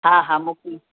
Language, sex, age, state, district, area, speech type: Sindhi, female, 45-60, Maharashtra, Mumbai Suburban, urban, conversation